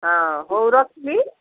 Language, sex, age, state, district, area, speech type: Odia, female, 45-60, Odisha, Gajapati, rural, conversation